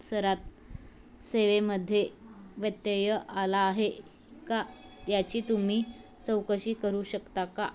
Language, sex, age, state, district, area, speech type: Marathi, female, 18-30, Maharashtra, Osmanabad, rural, read